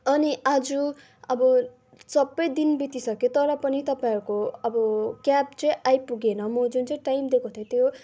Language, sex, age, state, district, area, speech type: Nepali, female, 18-30, West Bengal, Darjeeling, rural, spontaneous